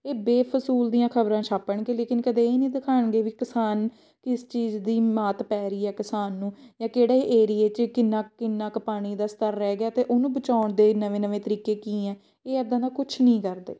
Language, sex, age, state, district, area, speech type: Punjabi, female, 18-30, Punjab, Fatehgarh Sahib, rural, spontaneous